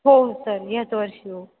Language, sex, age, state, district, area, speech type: Marathi, female, 18-30, Maharashtra, Ahmednagar, urban, conversation